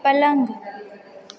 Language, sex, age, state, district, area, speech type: Maithili, female, 30-45, Bihar, Purnia, urban, read